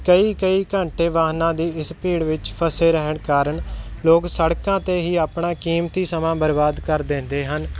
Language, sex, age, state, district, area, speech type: Punjabi, male, 30-45, Punjab, Kapurthala, urban, spontaneous